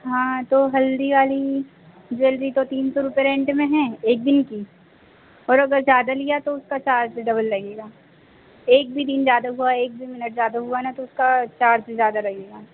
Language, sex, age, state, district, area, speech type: Hindi, female, 18-30, Madhya Pradesh, Harda, urban, conversation